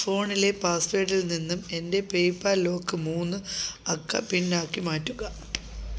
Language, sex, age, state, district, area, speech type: Malayalam, female, 30-45, Kerala, Thiruvananthapuram, rural, read